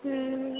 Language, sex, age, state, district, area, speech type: Kannada, female, 18-30, Karnataka, Gadag, rural, conversation